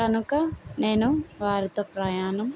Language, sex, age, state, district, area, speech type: Telugu, female, 30-45, Andhra Pradesh, N T Rama Rao, urban, spontaneous